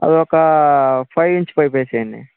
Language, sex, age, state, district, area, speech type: Telugu, male, 18-30, Andhra Pradesh, Sri Balaji, urban, conversation